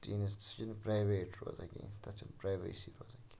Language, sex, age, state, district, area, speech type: Kashmiri, male, 30-45, Jammu and Kashmir, Kupwara, rural, spontaneous